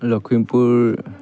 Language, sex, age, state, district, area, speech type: Assamese, male, 45-60, Assam, Golaghat, urban, spontaneous